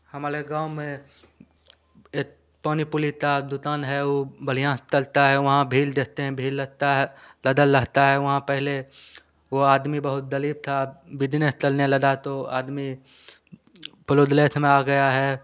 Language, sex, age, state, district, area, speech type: Hindi, male, 18-30, Bihar, Begusarai, rural, spontaneous